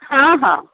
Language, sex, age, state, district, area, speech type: Odia, female, 60+, Odisha, Jharsuguda, rural, conversation